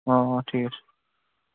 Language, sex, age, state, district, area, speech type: Assamese, male, 30-45, Assam, Charaideo, rural, conversation